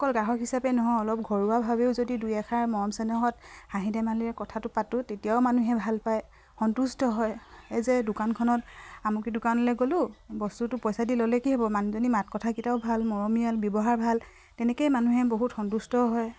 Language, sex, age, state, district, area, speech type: Assamese, female, 45-60, Assam, Dibrugarh, rural, spontaneous